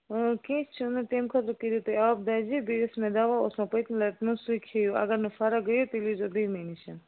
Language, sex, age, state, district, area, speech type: Kashmiri, female, 30-45, Jammu and Kashmir, Baramulla, rural, conversation